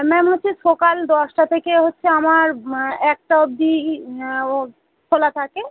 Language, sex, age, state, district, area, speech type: Bengali, female, 30-45, West Bengal, North 24 Parganas, urban, conversation